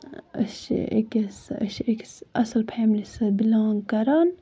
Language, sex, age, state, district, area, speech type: Kashmiri, female, 18-30, Jammu and Kashmir, Kupwara, rural, spontaneous